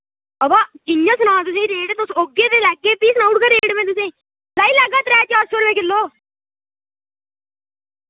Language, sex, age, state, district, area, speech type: Dogri, male, 18-30, Jammu and Kashmir, Reasi, rural, conversation